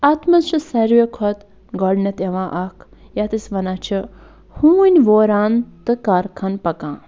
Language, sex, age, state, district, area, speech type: Kashmiri, female, 45-60, Jammu and Kashmir, Budgam, rural, spontaneous